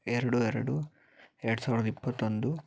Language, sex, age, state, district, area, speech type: Kannada, male, 30-45, Karnataka, Chitradurga, urban, spontaneous